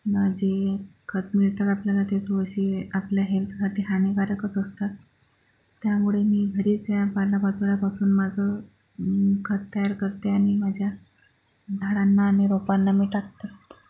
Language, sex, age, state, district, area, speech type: Marathi, female, 45-60, Maharashtra, Akola, urban, spontaneous